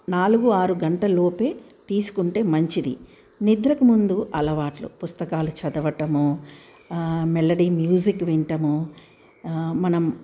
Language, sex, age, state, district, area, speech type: Telugu, female, 60+, Telangana, Medchal, urban, spontaneous